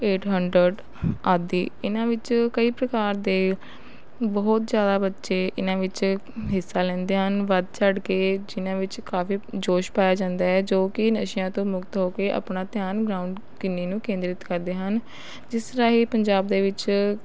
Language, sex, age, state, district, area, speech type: Punjabi, female, 18-30, Punjab, Rupnagar, urban, spontaneous